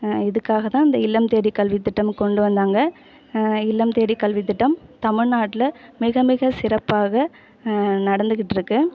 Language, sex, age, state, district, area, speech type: Tamil, female, 30-45, Tamil Nadu, Ariyalur, rural, spontaneous